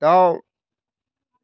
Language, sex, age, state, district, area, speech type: Bodo, male, 60+, Assam, Chirang, rural, read